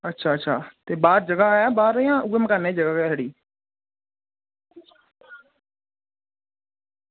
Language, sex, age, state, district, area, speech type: Dogri, male, 18-30, Jammu and Kashmir, Reasi, rural, conversation